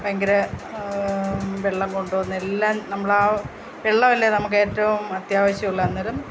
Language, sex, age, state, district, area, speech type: Malayalam, female, 45-60, Kerala, Kottayam, rural, spontaneous